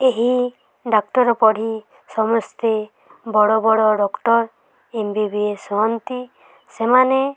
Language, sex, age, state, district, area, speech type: Odia, female, 18-30, Odisha, Malkangiri, urban, spontaneous